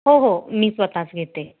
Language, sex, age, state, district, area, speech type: Marathi, female, 45-60, Maharashtra, Kolhapur, urban, conversation